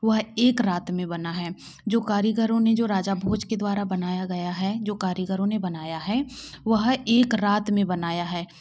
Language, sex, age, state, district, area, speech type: Hindi, female, 30-45, Madhya Pradesh, Bhopal, urban, spontaneous